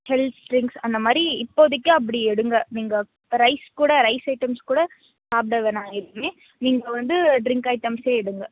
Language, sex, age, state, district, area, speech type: Tamil, female, 18-30, Tamil Nadu, Krishnagiri, rural, conversation